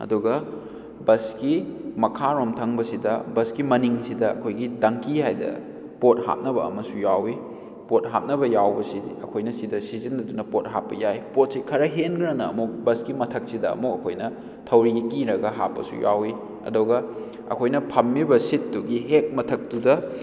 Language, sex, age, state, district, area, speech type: Manipuri, male, 18-30, Manipur, Kakching, rural, spontaneous